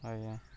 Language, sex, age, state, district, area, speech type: Odia, male, 30-45, Odisha, Subarnapur, urban, spontaneous